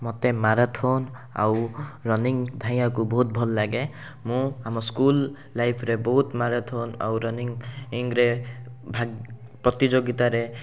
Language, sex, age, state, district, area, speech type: Odia, male, 18-30, Odisha, Rayagada, urban, spontaneous